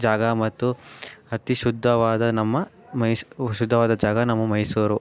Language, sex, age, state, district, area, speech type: Kannada, male, 18-30, Karnataka, Mandya, rural, spontaneous